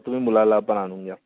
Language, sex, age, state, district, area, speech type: Marathi, male, 30-45, Maharashtra, Yavatmal, urban, conversation